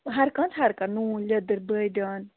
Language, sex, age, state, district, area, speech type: Kashmiri, female, 18-30, Jammu and Kashmir, Bandipora, rural, conversation